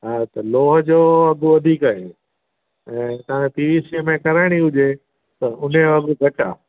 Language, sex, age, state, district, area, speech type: Sindhi, male, 60+, Gujarat, Junagadh, rural, conversation